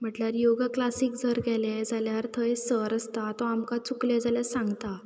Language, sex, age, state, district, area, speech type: Goan Konkani, female, 18-30, Goa, Ponda, rural, spontaneous